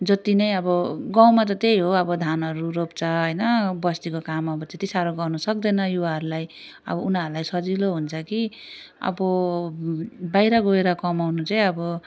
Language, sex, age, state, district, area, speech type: Nepali, female, 18-30, West Bengal, Darjeeling, rural, spontaneous